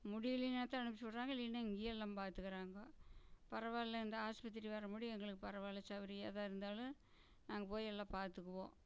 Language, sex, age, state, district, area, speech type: Tamil, female, 60+, Tamil Nadu, Namakkal, rural, spontaneous